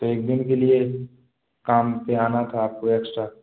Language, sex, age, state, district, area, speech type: Hindi, male, 18-30, Madhya Pradesh, Gwalior, rural, conversation